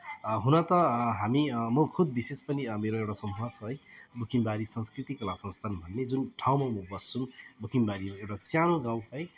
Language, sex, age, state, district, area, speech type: Nepali, male, 30-45, West Bengal, Alipurduar, urban, spontaneous